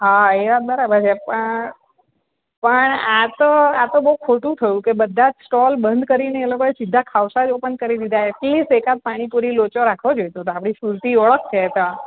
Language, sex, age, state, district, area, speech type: Gujarati, female, 45-60, Gujarat, Surat, urban, conversation